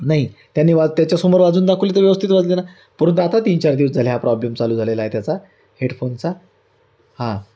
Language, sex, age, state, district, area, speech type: Marathi, male, 30-45, Maharashtra, Amravati, rural, spontaneous